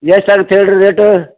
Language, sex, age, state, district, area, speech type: Kannada, male, 60+, Karnataka, Koppal, rural, conversation